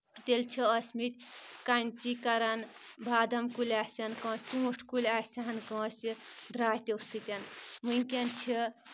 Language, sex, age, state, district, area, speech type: Kashmiri, female, 18-30, Jammu and Kashmir, Anantnag, rural, spontaneous